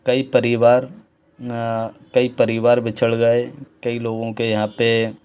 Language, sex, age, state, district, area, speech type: Hindi, male, 18-30, Madhya Pradesh, Bhopal, urban, spontaneous